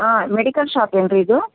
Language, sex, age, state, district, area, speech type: Kannada, female, 60+, Karnataka, Bellary, rural, conversation